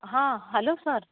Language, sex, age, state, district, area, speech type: Marathi, female, 30-45, Maharashtra, Nagpur, rural, conversation